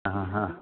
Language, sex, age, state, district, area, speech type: Tamil, male, 60+, Tamil Nadu, Salem, urban, conversation